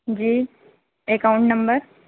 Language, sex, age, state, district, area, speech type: Hindi, female, 18-30, Madhya Pradesh, Harda, urban, conversation